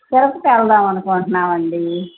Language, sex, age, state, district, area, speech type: Telugu, female, 45-60, Andhra Pradesh, N T Rama Rao, urban, conversation